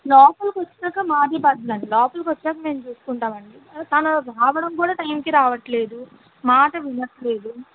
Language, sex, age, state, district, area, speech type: Telugu, female, 60+, Andhra Pradesh, West Godavari, rural, conversation